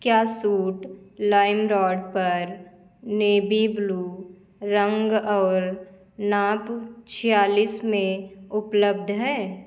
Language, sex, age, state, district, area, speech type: Hindi, female, 30-45, Uttar Pradesh, Ayodhya, rural, read